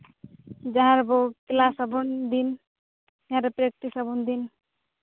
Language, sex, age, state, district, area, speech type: Santali, female, 18-30, Jharkhand, Seraikela Kharsawan, rural, conversation